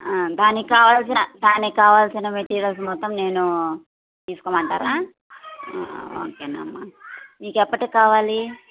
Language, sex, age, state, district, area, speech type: Telugu, female, 30-45, Andhra Pradesh, Kadapa, rural, conversation